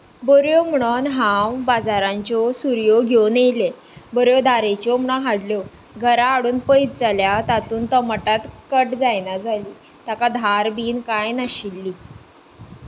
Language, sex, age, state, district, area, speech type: Goan Konkani, female, 18-30, Goa, Tiswadi, rural, spontaneous